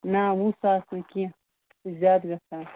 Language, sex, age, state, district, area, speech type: Kashmiri, female, 18-30, Jammu and Kashmir, Baramulla, rural, conversation